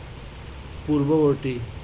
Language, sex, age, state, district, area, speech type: Assamese, male, 30-45, Assam, Nalbari, rural, read